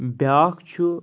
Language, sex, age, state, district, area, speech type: Kashmiri, male, 30-45, Jammu and Kashmir, Anantnag, rural, spontaneous